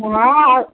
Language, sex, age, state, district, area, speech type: Sindhi, female, 30-45, Madhya Pradesh, Katni, rural, conversation